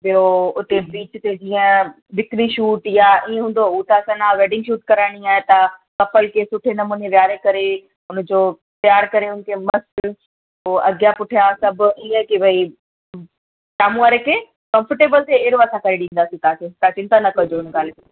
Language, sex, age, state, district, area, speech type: Sindhi, female, 18-30, Gujarat, Kutch, urban, conversation